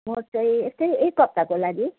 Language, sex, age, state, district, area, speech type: Nepali, female, 60+, West Bengal, Kalimpong, rural, conversation